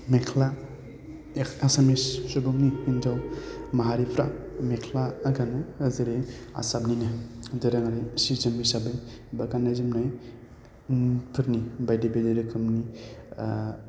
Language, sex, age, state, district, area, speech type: Bodo, male, 18-30, Assam, Baksa, urban, spontaneous